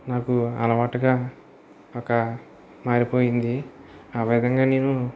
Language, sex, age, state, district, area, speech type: Telugu, male, 18-30, Andhra Pradesh, Kakinada, rural, spontaneous